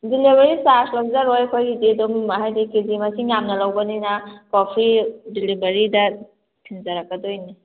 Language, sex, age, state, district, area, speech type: Manipuri, female, 30-45, Manipur, Kakching, rural, conversation